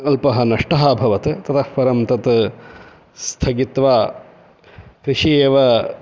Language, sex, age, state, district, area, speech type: Sanskrit, male, 30-45, Karnataka, Shimoga, rural, spontaneous